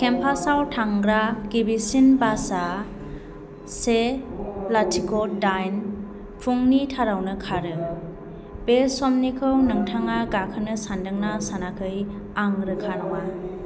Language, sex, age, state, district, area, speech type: Bodo, female, 18-30, Assam, Kokrajhar, urban, read